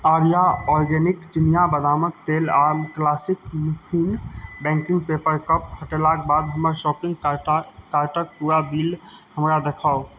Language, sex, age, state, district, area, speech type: Maithili, male, 30-45, Bihar, Madhubani, rural, read